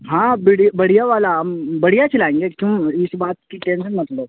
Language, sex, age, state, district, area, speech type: Urdu, male, 18-30, Bihar, Supaul, rural, conversation